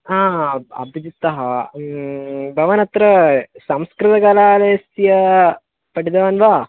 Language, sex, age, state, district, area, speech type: Sanskrit, male, 18-30, Kerala, Thiruvananthapuram, rural, conversation